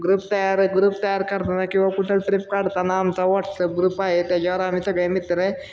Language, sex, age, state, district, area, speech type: Marathi, male, 18-30, Maharashtra, Osmanabad, rural, spontaneous